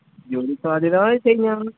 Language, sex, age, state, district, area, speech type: Malayalam, male, 30-45, Kerala, Wayanad, rural, conversation